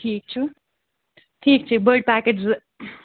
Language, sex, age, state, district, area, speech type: Kashmiri, female, 18-30, Jammu and Kashmir, Srinagar, urban, conversation